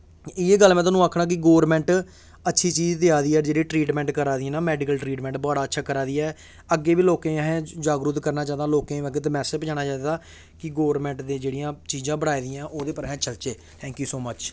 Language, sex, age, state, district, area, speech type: Dogri, male, 18-30, Jammu and Kashmir, Samba, rural, spontaneous